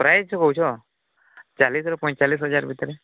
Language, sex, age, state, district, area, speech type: Odia, male, 45-60, Odisha, Nuapada, urban, conversation